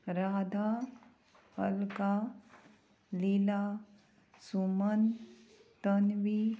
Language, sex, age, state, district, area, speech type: Goan Konkani, female, 45-60, Goa, Murmgao, rural, spontaneous